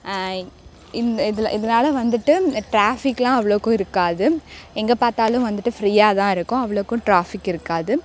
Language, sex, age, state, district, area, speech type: Tamil, female, 18-30, Tamil Nadu, Perambalur, rural, spontaneous